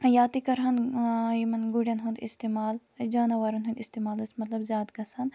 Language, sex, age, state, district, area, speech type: Kashmiri, female, 18-30, Jammu and Kashmir, Kupwara, rural, spontaneous